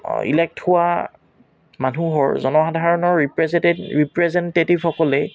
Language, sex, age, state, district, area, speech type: Assamese, male, 18-30, Assam, Tinsukia, rural, spontaneous